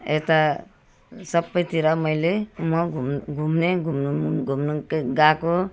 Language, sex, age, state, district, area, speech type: Nepali, female, 60+, West Bengal, Darjeeling, urban, spontaneous